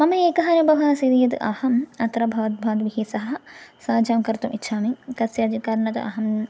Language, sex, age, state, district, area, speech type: Sanskrit, female, 18-30, Kerala, Thrissur, rural, spontaneous